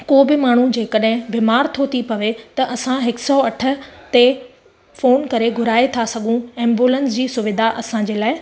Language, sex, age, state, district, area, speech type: Sindhi, female, 30-45, Gujarat, Surat, urban, spontaneous